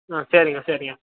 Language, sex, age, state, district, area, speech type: Tamil, male, 18-30, Tamil Nadu, Tiruvannamalai, urban, conversation